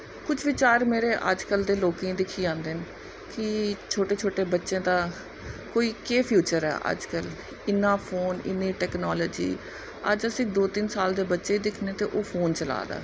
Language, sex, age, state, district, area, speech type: Dogri, female, 30-45, Jammu and Kashmir, Jammu, urban, spontaneous